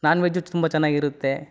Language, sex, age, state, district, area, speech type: Kannada, male, 30-45, Karnataka, Chitradurga, rural, spontaneous